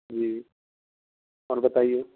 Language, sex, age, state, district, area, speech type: Urdu, male, 18-30, Bihar, Purnia, rural, conversation